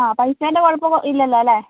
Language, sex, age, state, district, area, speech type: Malayalam, female, 45-60, Kerala, Wayanad, rural, conversation